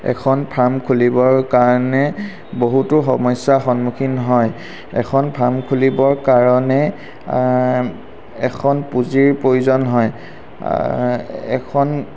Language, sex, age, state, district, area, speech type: Assamese, male, 18-30, Assam, Sivasagar, urban, spontaneous